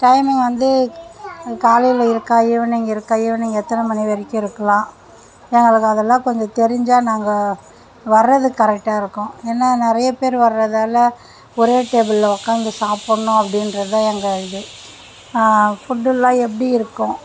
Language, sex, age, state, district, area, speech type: Tamil, female, 30-45, Tamil Nadu, Mayiladuthurai, rural, spontaneous